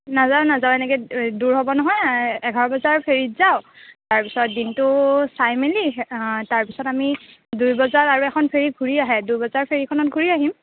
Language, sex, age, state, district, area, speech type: Assamese, female, 18-30, Assam, Kamrup Metropolitan, urban, conversation